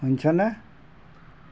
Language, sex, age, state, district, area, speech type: Assamese, male, 60+, Assam, Golaghat, urban, spontaneous